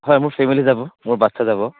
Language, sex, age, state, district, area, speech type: Assamese, male, 18-30, Assam, Kamrup Metropolitan, rural, conversation